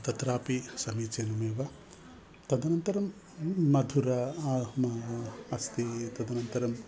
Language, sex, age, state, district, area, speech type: Sanskrit, male, 60+, Andhra Pradesh, Visakhapatnam, urban, spontaneous